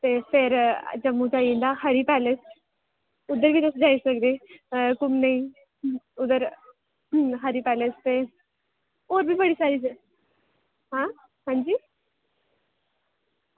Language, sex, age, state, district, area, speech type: Dogri, female, 18-30, Jammu and Kashmir, Jammu, rural, conversation